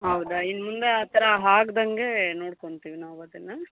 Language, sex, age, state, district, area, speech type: Kannada, female, 30-45, Karnataka, Chikkaballapur, urban, conversation